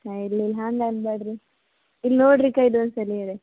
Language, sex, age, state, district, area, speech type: Kannada, female, 18-30, Karnataka, Gulbarga, rural, conversation